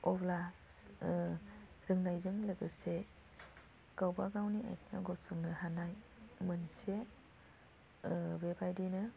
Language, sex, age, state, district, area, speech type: Bodo, female, 45-60, Assam, Chirang, rural, spontaneous